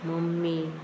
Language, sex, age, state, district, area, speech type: Goan Konkani, female, 45-60, Goa, Murmgao, rural, spontaneous